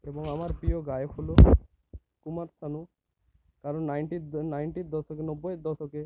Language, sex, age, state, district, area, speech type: Bengali, male, 18-30, West Bengal, Purba Medinipur, rural, spontaneous